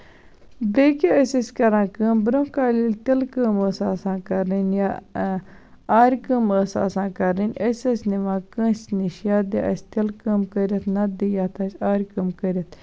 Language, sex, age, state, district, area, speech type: Kashmiri, female, 45-60, Jammu and Kashmir, Baramulla, rural, spontaneous